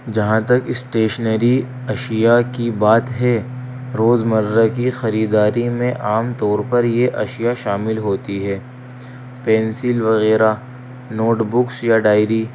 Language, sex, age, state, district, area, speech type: Urdu, male, 18-30, Delhi, North East Delhi, urban, spontaneous